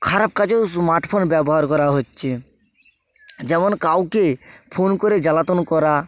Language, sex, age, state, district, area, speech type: Bengali, male, 18-30, West Bengal, Hooghly, urban, spontaneous